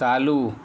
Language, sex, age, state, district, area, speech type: Marathi, male, 18-30, Maharashtra, Yavatmal, rural, read